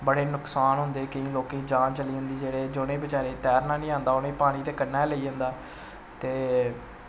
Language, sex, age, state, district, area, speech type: Dogri, male, 18-30, Jammu and Kashmir, Samba, rural, spontaneous